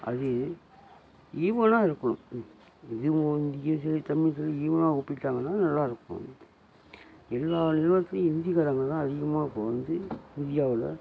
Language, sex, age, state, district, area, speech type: Tamil, male, 45-60, Tamil Nadu, Nagapattinam, rural, spontaneous